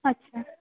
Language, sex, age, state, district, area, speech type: Urdu, female, 18-30, Uttar Pradesh, Gautam Buddha Nagar, rural, conversation